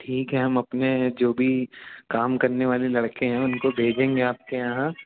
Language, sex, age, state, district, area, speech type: Hindi, male, 30-45, Madhya Pradesh, Jabalpur, urban, conversation